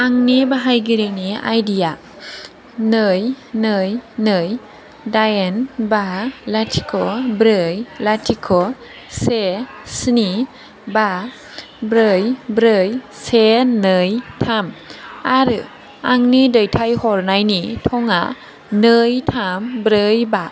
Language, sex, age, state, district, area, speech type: Bodo, female, 18-30, Assam, Kokrajhar, rural, read